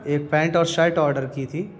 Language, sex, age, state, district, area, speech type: Urdu, male, 30-45, Delhi, North East Delhi, urban, spontaneous